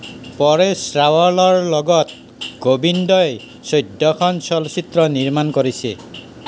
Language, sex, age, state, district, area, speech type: Assamese, male, 60+, Assam, Nalbari, rural, read